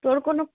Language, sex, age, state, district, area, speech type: Bengali, female, 18-30, West Bengal, Alipurduar, rural, conversation